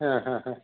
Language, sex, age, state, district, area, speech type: Marathi, male, 60+, Maharashtra, Osmanabad, rural, conversation